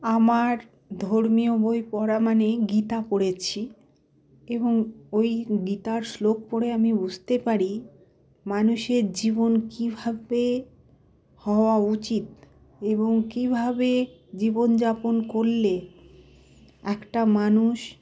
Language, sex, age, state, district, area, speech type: Bengali, female, 45-60, West Bengal, Malda, rural, spontaneous